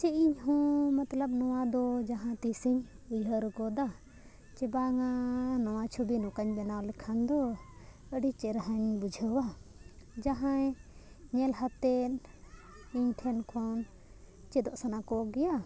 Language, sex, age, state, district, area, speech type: Santali, female, 18-30, Jharkhand, Bokaro, rural, spontaneous